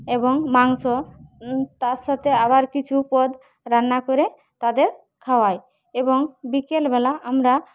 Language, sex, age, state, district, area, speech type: Bengali, female, 18-30, West Bengal, Jhargram, rural, spontaneous